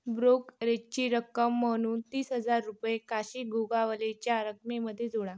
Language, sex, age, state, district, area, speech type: Marathi, female, 18-30, Maharashtra, Yavatmal, rural, read